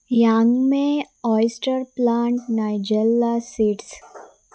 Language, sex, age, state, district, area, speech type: Goan Konkani, female, 18-30, Goa, Sanguem, rural, spontaneous